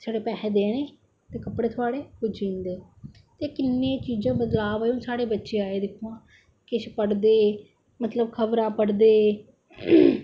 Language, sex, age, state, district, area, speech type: Dogri, female, 45-60, Jammu and Kashmir, Samba, rural, spontaneous